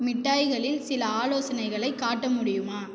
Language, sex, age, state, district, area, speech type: Tamil, female, 18-30, Tamil Nadu, Cuddalore, rural, read